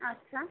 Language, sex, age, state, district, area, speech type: Bengali, female, 30-45, West Bengal, Dakshin Dinajpur, urban, conversation